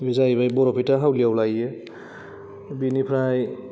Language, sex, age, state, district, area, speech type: Bodo, male, 30-45, Assam, Kokrajhar, rural, spontaneous